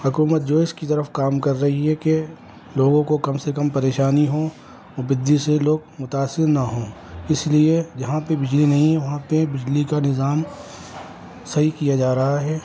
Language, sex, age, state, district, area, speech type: Urdu, male, 30-45, Delhi, North East Delhi, urban, spontaneous